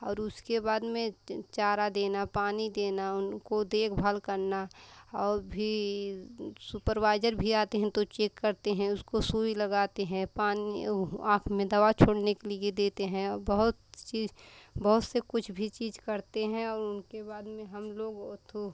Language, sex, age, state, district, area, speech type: Hindi, female, 30-45, Uttar Pradesh, Pratapgarh, rural, spontaneous